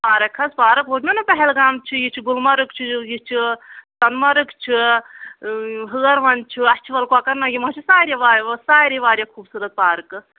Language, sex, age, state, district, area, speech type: Kashmiri, female, 30-45, Jammu and Kashmir, Anantnag, rural, conversation